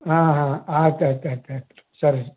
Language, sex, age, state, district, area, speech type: Kannada, male, 45-60, Karnataka, Belgaum, rural, conversation